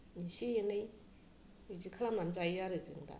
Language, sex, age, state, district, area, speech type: Bodo, female, 45-60, Assam, Kokrajhar, rural, spontaneous